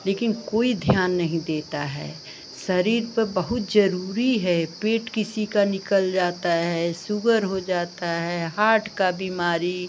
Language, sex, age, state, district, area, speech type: Hindi, female, 60+, Uttar Pradesh, Pratapgarh, urban, spontaneous